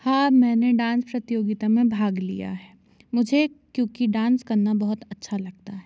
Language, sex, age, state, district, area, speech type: Hindi, female, 30-45, Madhya Pradesh, Jabalpur, urban, spontaneous